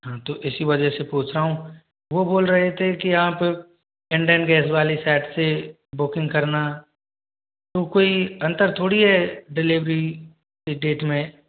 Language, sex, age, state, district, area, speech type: Hindi, male, 45-60, Rajasthan, Jodhpur, rural, conversation